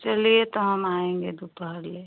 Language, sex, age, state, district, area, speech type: Hindi, female, 45-60, Uttar Pradesh, Chandauli, rural, conversation